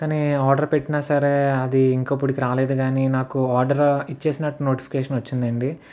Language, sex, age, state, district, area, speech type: Telugu, male, 45-60, Andhra Pradesh, Kakinada, rural, spontaneous